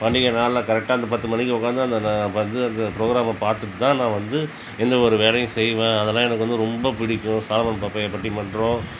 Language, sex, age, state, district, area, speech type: Tamil, male, 45-60, Tamil Nadu, Cuddalore, rural, spontaneous